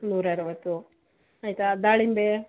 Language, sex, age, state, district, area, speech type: Kannada, female, 45-60, Karnataka, Mandya, rural, conversation